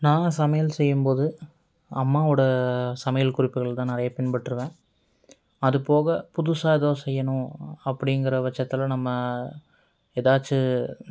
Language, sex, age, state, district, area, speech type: Tamil, male, 18-30, Tamil Nadu, Coimbatore, urban, spontaneous